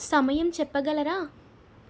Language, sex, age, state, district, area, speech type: Telugu, female, 18-30, Telangana, Peddapalli, urban, read